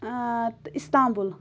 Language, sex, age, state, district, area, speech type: Kashmiri, female, 30-45, Jammu and Kashmir, Pulwama, rural, spontaneous